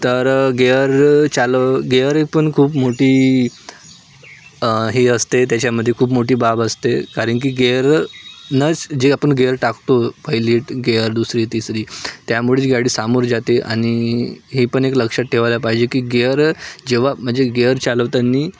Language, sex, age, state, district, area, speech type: Marathi, male, 18-30, Maharashtra, Nagpur, rural, spontaneous